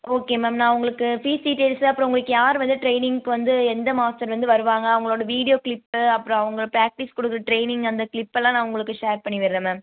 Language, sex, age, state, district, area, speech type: Tamil, female, 18-30, Tamil Nadu, Coimbatore, urban, conversation